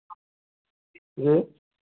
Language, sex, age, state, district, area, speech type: Hindi, male, 18-30, Bihar, Vaishali, rural, conversation